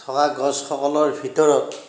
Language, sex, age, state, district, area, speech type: Assamese, male, 60+, Assam, Darrang, rural, spontaneous